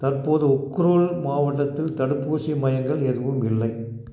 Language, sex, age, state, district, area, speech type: Tamil, male, 60+, Tamil Nadu, Tiruppur, rural, read